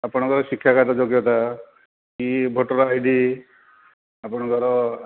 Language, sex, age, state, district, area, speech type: Odia, male, 60+, Odisha, Kendrapara, urban, conversation